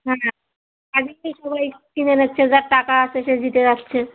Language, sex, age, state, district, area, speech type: Bengali, female, 45-60, West Bengal, Darjeeling, urban, conversation